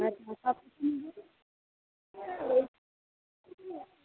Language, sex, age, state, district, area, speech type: Bengali, female, 45-60, West Bengal, Birbhum, urban, conversation